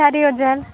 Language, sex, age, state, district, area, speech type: Odia, female, 18-30, Odisha, Nabarangpur, urban, conversation